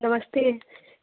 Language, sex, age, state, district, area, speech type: Hindi, female, 18-30, Uttar Pradesh, Prayagraj, urban, conversation